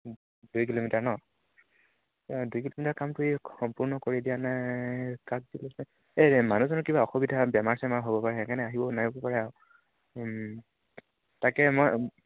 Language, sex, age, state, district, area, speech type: Assamese, male, 18-30, Assam, Dibrugarh, urban, conversation